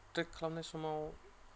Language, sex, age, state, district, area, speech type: Bodo, male, 30-45, Assam, Goalpara, rural, spontaneous